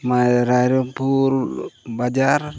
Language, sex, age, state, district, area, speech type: Santali, male, 60+, Odisha, Mayurbhanj, rural, spontaneous